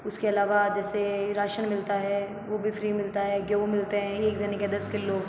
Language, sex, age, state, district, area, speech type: Hindi, female, 30-45, Rajasthan, Jodhpur, urban, spontaneous